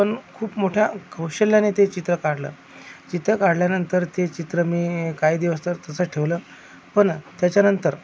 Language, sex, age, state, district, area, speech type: Marathi, male, 45-60, Maharashtra, Akola, rural, spontaneous